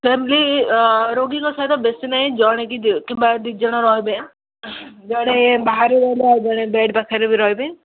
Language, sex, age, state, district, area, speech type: Odia, female, 18-30, Odisha, Ganjam, urban, conversation